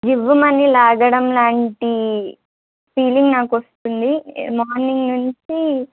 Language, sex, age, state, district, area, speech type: Telugu, female, 18-30, Telangana, Kamareddy, urban, conversation